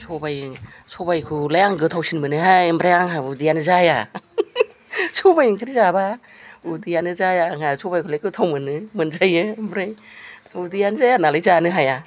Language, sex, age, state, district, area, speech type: Bodo, female, 60+, Assam, Udalguri, rural, spontaneous